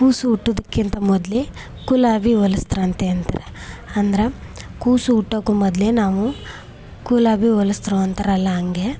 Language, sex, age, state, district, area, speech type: Kannada, female, 18-30, Karnataka, Chamarajanagar, urban, spontaneous